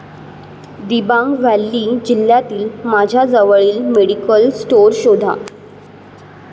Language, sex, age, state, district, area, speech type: Marathi, female, 30-45, Maharashtra, Mumbai Suburban, urban, read